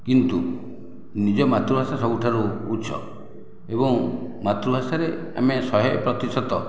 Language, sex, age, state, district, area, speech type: Odia, male, 60+, Odisha, Khordha, rural, spontaneous